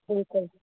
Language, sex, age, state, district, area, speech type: Sindhi, female, 30-45, Maharashtra, Thane, urban, conversation